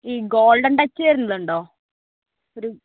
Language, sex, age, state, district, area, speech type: Malayalam, female, 45-60, Kerala, Kozhikode, urban, conversation